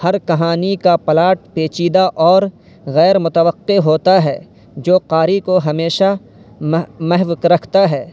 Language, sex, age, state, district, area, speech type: Urdu, male, 18-30, Uttar Pradesh, Saharanpur, urban, spontaneous